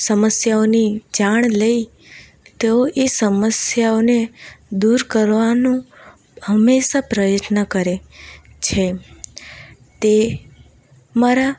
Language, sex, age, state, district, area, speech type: Gujarati, female, 18-30, Gujarat, Valsad, rural, spontaneous